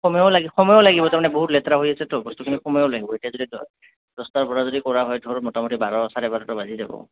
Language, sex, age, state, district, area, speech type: Assamese, male, 18-30, Assam, Goalpara, urban, conversation